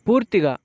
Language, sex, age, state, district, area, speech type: Telugu, male, 18-30, Andhra Pradesh, Bapatla, urban, spontaneous